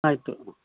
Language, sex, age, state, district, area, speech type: Kannada, male, 60+, Karnataka, Udupi, rural, conversation